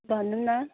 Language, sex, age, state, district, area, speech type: Nepali, female, 18-30, West Bengal, Kalimpong, rural, conversation